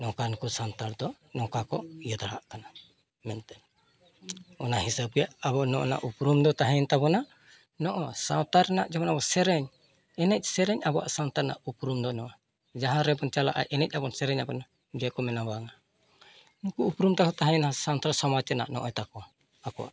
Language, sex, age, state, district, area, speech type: Santali, male, 60+, Odisha, Mayurbhanj, rural, spontaneous